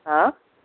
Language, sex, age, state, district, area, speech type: Assamese, male, 60+, Assam, Darrang, rural, conversation